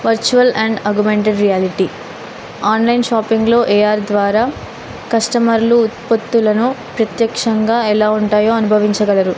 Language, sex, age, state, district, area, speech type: Telugu, female, 18-30, Telangana, Jayashankar, urban, spontaneous